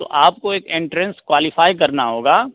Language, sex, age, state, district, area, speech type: Hindi, male, 18-30, Bihar, Darbhanga, rural, conversation